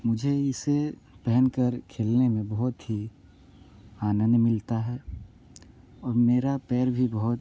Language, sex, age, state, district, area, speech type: Hindi, male, 45-60, Uttar Pradesh, Sonbhadra, rural, spontaneous